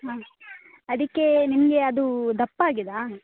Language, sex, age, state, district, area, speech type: Kannada, female, 18-30, Karnataka, Dakshina Kannada, rural, conversation